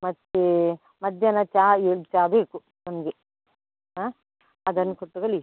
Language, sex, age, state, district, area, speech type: Kannada, female, 45-60, Karnataka, Udupi, rural, conversation